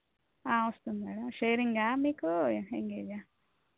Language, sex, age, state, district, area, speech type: Telugu, female, 30-45, Telangana, Warangal, rural, conversation